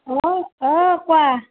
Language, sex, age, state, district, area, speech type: Assamese, female, 60+, Assam, Barpeta, rural, conversation